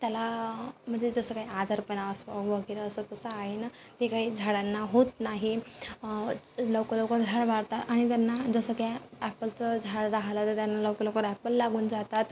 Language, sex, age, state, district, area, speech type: Marathi, female, 18-30, Maharashtra, Wardha, rural, spontaneous